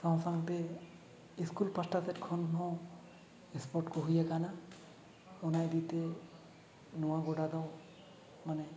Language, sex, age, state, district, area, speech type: Santali, male, 30-45, Jharkhand, Seraikela Kharsawan, rural, spontaneous